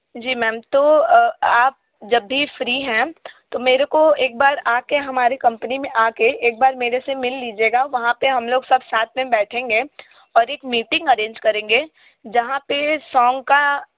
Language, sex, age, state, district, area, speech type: Hindi, female, 18-30, Uttar Pradesh, Sonbhadra, rural, conversation